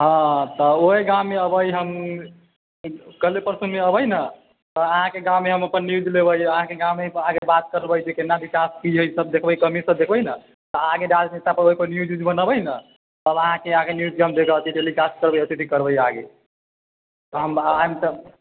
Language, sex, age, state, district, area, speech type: Maithili, male, 18-30, Bihar, Muzaffarpur, rural, conversation